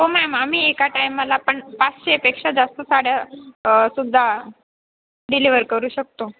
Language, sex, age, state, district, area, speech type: Marathi, female, 18-30, Maharashtra, Ahmednagar, rural, conversation